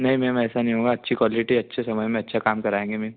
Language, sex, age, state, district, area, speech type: Hindi, male, 18-30, Madhya Pradesh, Betul, urban, conversation